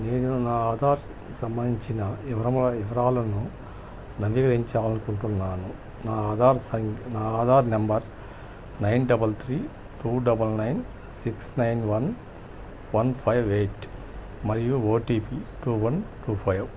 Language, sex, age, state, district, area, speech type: Telugu, male, 60+, Andhra Pradesh, Krishna, urban, read